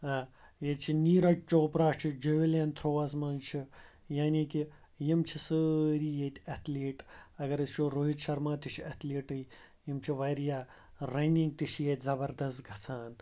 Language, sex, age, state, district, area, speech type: Kashmiri, male, 30-45, Jammu and Kashmir, Srinagar, urban, spontaneous